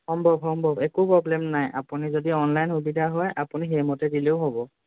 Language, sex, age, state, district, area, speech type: Assamese, male, 18-30, Assam, Jorhat, urban, conversation